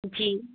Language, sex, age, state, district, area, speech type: Hindi, female, 45-60, Madhya Pradesh, Gwalior, urban, conversation